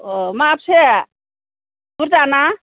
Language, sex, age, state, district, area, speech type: Bodo, female, 60+, Assam, Kokrajhar, rural, conversation